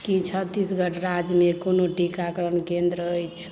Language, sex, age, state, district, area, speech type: Maithili, female, 18-30, Bihar, Madhubani, rural, read